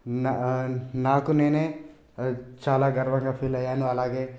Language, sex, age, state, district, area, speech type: Telugu, male, 30-45, Telangana, Hyderabad, rural, spontaneous